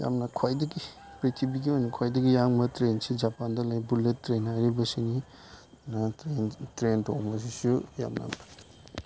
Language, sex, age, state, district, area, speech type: Manipuri, male, 18-30, Manipur, Chandel, rural, spontaneous